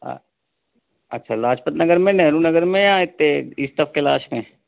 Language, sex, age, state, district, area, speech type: Sindhi, male, 45-60, Delhi, South Delhi, urban, conversation